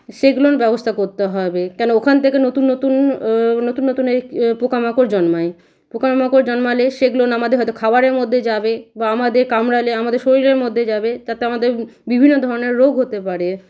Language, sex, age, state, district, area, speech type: Bengali, female, 30-45, West Bengal, Malda, rural, spontaneous